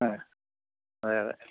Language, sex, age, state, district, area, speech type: Malayalam, male, 60+, Kerala, Kottayam, urban, conversation